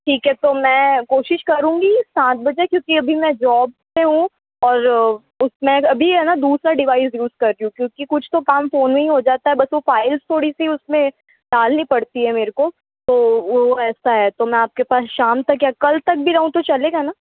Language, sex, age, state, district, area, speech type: Hindi, female, 18-30, Rajasthan, Jodhpur, urban, conversation